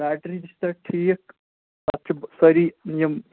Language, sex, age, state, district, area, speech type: Kashmiri, male, 18-30, Jammu and Kashmir, Anantnag, rural, conversation